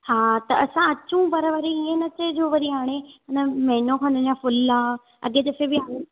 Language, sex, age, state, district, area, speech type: Sindhi, female, 30-45, Gujarat, Surat, urban, conversation